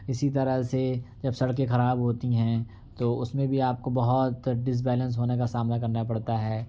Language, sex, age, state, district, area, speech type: Urdu, male, 18-30, Uttar Pradesh, Ghaziabad, urban, spontaneous